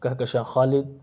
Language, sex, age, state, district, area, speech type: Urdu, male, 30-45, Delhi, South Delhi, urban, spontaneous